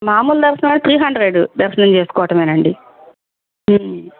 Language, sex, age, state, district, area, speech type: Telugu, female, 45-60, Andhra Pradesh, Guntur, urban, conversation